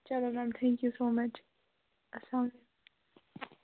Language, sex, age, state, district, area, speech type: Kashmiri, female, 18-30, Jammu and Kashmir, Budgam, rural, conversation